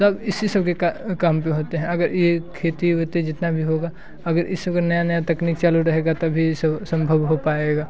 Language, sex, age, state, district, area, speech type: Hindi, male, 18-30, Bihar, Muzaffarpur, rural, spontaneous